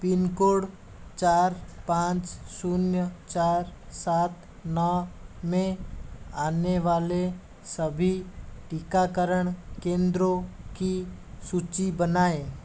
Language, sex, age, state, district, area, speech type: Hindi, male, 30-45, Rajasthan, Jaipur, urban, read